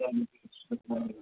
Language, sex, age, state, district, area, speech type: Hindi, male, 30-45, Rajasthan, Jaipur, urban, conversation